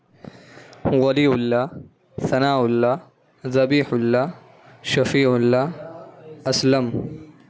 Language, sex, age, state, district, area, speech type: Urdu, male, 18-30, Delhi, Central Delhi, urban, spontaneous